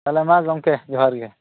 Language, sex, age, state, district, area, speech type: Santali, male, 18-30, West Bengal, Bankura, rural, conversation